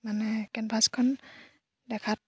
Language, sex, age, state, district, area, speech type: Assamese, female, 18-30, Assam, Lakhimpur, rural, spontaneous